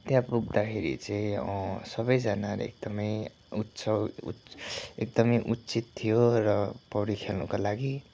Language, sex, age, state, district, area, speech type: Nepali, male, 30-45, West Bengal, Kalimpong, rural, spontaneous